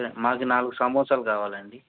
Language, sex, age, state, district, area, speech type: Telugu, male, 18-30, Andhra Pradesh, Anantapur, urban, conversation